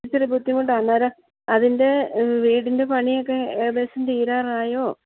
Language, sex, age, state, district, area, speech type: Malayalam, female, 60+, Kerala, Idukki, rural, conversation